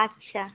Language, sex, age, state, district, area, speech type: Bengali, female, 18-30, West Bengal, Cooch Behar, urban, conversation